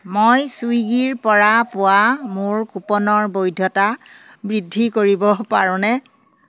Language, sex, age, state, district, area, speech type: Assamese, female, 60+, Assam, Darrang, rural, read